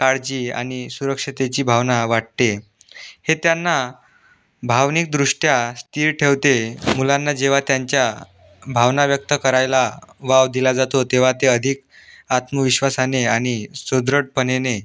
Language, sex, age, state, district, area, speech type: Marathi, male, 18-30, Maharashtra, Aurangabad, rural, spontaneous